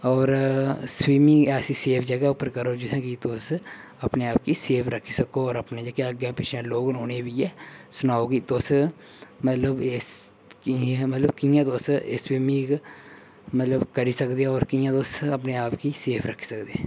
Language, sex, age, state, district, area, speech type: Dogri, male, 18-30, Jammu and Kashmir, Udhampur, rural, spontaneous